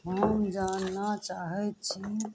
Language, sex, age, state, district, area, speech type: Maithili, female, 30-45, Bihar, Araria, rural, read